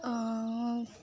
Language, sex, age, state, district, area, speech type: Assamese, female, 30-45, Assam, Tinsukia, urban, spontaneous